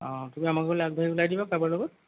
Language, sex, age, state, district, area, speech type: Assamese, male, 45-60, Assam, Golaghat, urban, conversation